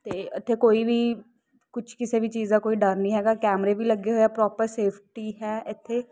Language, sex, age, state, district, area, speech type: Punjabi, female, 18-30, Punjab, Ludhiana, urban, spontaneous